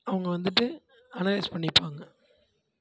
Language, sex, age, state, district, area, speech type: Tamil, male, 18-30, Tamil Nadu, Tiruvarur, rural, spontaneous